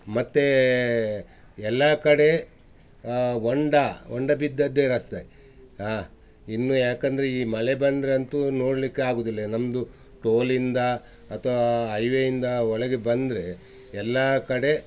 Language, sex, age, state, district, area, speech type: Kannada, male, 60+, Karnataka, Udupi, rural, spontaneous